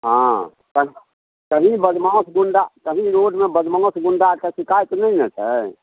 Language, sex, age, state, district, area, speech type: Maithili, male, 60+, Bihar, Samastipur, urban, conversation